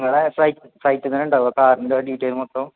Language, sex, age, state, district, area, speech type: Malayalam, male, 18-30, Kerala, Malappuram, rural, conversation